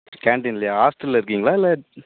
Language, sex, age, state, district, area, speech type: Tamil, female, 18-30, Tamil Nadu, Dharmapuri, rural, conversation